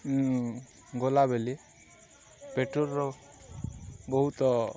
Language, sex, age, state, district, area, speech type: Odia, male, 18-30, Odisha, Balangir, urban, spontaneous